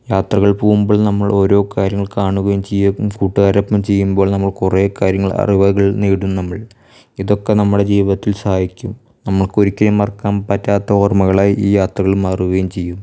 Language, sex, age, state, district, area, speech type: Malayalam, male, 18-30, Kerala, Thrissur, rural, spontaneous